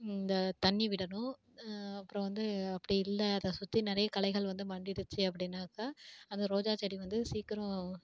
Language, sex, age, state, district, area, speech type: Tamil, female, 18-30, Tamil Nadu, Tiruvarur, rural, spontaneous